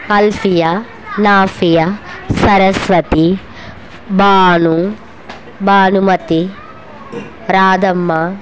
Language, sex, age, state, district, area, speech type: Telugu, female, 30-45, Andhra Pradesh, Kurnool, rural, spontaneous